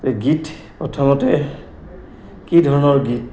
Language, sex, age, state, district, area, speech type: Assamese, male, 60+, Assam, Goalpara, urban, spontaneous